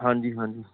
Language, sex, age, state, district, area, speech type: Punjabi, male, 30-45, Punjab, Ludhiana, rural, conversation